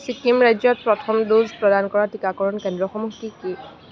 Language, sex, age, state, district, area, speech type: Assamese, female, 18-30, Assam, Kamrup Metropolitan, urban, read